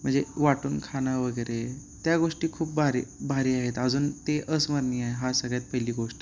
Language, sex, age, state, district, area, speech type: Marathi, male, 18-30, Maharashtra, Sangli, urban, spontaneous